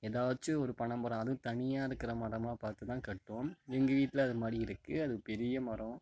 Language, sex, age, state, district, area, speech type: Tamil, male, 18-30, Tamil Nadu, Mayiladuthurai, rural, spontaneous